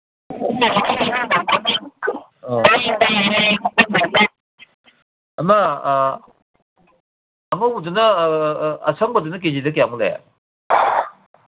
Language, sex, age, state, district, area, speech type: Manipuri, male, 60+, Manipur, Kangpokpi, urban, conversation